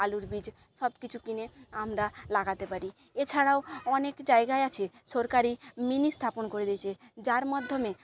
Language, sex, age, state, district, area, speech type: Bengali, female, 18-30, West Bengal, Jhargram, rural, spontaneous